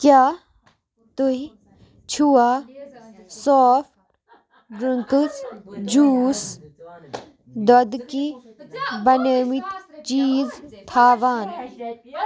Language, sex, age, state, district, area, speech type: Kashmiri, female, 18-30, Jammu and Kashmir, Baramulla, rural, read